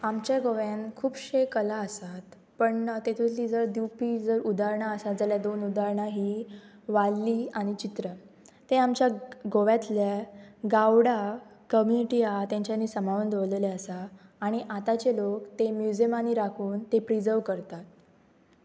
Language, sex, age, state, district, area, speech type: Goan Konkani, female, 18-30, Goa, Pernem, rural, spontaneous